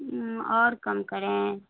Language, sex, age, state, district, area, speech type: Urdu, female, 18-30, Bihar, Saharsa, rural, conversation